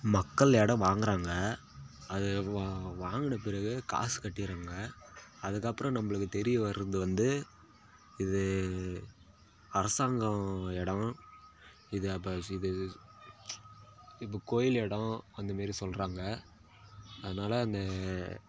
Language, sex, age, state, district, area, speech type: Tamil, male, 18-30, Tamil Nadu, Kallakurichi, urban, spontaneous